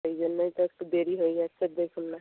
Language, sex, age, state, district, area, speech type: Bengali, female, 45-60, West Bengal, Bankura, rural, conversation